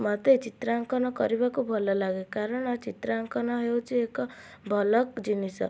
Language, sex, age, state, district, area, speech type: Odia, female, 18-30, Odisha, Cuttack, urban, spontaneous